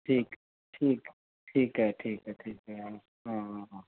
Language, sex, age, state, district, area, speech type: Punjabi, male, 45-60, Punjab, Pathankot, rural, conversation